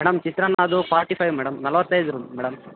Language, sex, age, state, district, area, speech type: Kannada, male, 18-30, Karnataka, Chitradurga, rural, conversation